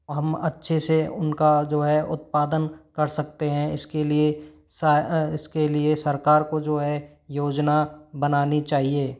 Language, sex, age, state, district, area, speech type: Hindi, male, 45-60, Rajasthan, Karauli, rural, spontaneous